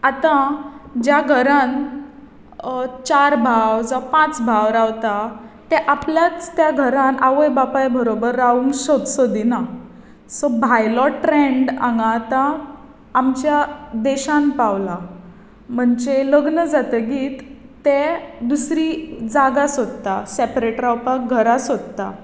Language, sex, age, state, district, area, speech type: Goan Konkani, female, 18-30, Goa, Tiswadi, rural, spontaneous